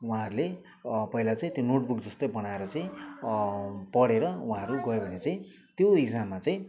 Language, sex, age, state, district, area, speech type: Nepali, male, 30-45, West Bengal, Kalimpong, rural, spontaneous